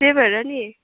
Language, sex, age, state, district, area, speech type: Nepali, female, 18-30, West Bengal, Kalimpong, rural, conversation